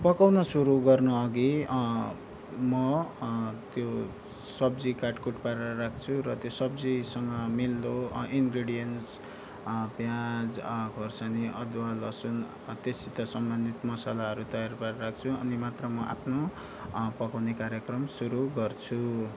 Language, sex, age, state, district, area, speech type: Nepali, male, 18-30, West Bengal, Darjeeling, rural, spontaneous